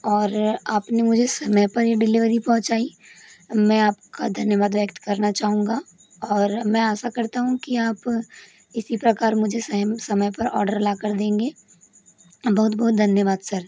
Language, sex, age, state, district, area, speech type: Hindi, other, 18-30, Madhya Pradesh, Balaghat, rural, spontaneous